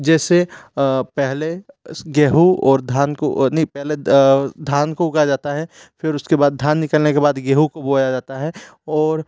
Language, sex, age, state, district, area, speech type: Hindi, male, 60+, Madhya Pradesh, Bhopal, urban, spontaneous